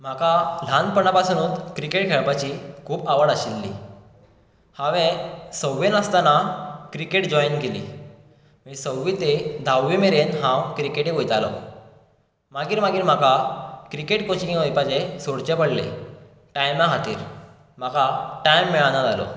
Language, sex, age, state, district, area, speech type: Goan Konkani, male, 18-30, Goa, Bardez, urban, spontaneous